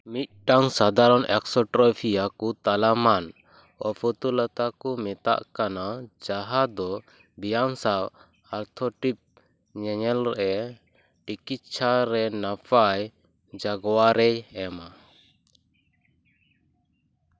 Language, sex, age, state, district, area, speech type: Santali, male, 18-30, West Bengal, Purba Bardhaman, rural, read